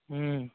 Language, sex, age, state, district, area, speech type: Maithili, male, 30-45, Bihar, Darbhanga, rural, conversation